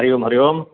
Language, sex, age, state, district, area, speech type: Sanskrit, male, 60+, Karnataka, Shimoga, urban, conversation